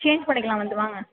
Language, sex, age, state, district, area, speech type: Tamil, female, 18-30, Tamil Nadu, Tiruvarur, rural, conversation